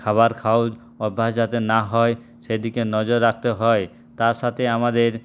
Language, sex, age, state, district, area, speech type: Bengali, male, 18-30, West Bengal, Purulia, rural, spontaneous